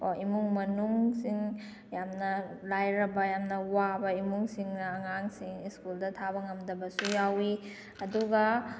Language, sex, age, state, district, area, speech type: Manipuri, female, 30-45, Manipur, Kakching, rural, spontaneous